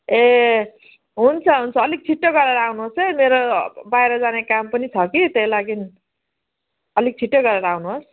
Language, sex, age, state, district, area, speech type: Nepali, female, 45-60, West Bengal, Darjeeling, rural, conversation